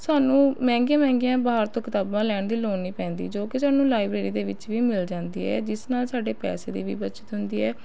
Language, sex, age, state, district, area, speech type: Punjabi, female, 18-30, Punjab, Rupnagar, urban, spontaneous